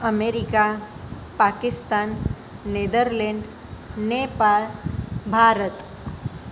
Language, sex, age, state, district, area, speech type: Gujarati, female, 30-45, Gujarat, Ahmedabad, urban, spontaneous